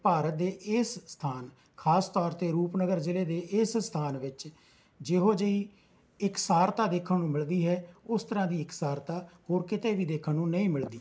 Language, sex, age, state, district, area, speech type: Punjabi, male, 45-60, Punjab, Rupnagar, rural, spontaneous